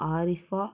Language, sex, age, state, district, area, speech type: Tamil, female, 18-30, Tamil Nadu, Salem, rural, spontaneous